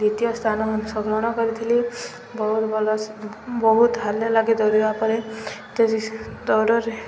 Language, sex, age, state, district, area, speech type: Odia, female, 18-30, Odisha, Subarnapur, urban, spontaneous